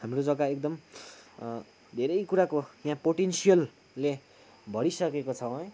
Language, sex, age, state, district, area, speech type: Nepali, male, 18-30, West Bengal, Kalimpong, rural, spontaneous